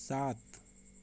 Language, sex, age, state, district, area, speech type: Hindi, male, 30-45, Uttar Pradesh, Azamgarh, rural, read